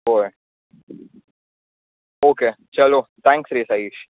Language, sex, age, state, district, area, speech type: Goan Konkani, male, 18-30, Goa, Tiswadi, rural, conversation